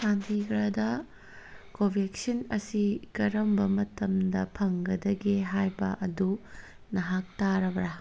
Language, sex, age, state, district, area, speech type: Manipuri, female, 30-45, Manipur, Kangpokpi, urban, read